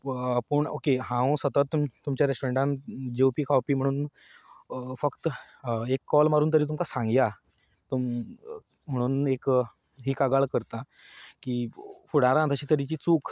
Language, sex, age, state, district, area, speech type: Goan Konkani, male, 30-45, Goa, Canacona, rural, spontaneous